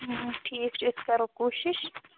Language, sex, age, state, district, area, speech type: Kashmiri, female, 30-45, Jammu and Kashmir, Bandipora, rural, conversation